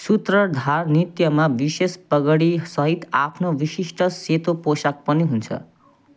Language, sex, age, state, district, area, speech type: Nepali, male, 30-45, West Bengal, Jalpaiguri, rural, read